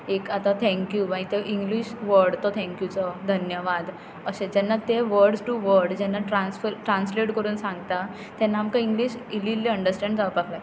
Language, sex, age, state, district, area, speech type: Goan Konkani, female, 18-30, Goa, Tiswadi, rural, spontaneous